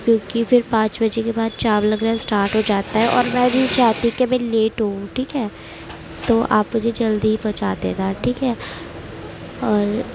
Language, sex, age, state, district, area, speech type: Urdu, female, 18-30, Uttar Pradesh, Gautam Buddha Nagar, urban, spontaneous